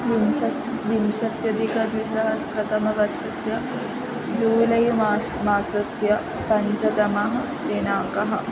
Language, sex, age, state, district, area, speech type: Sanskrit, female, 18-30, Kerala, Wayanad, rural, spontaneous